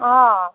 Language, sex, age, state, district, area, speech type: Assamese, female, 45-60, Assam, Nagaon, rural, conversation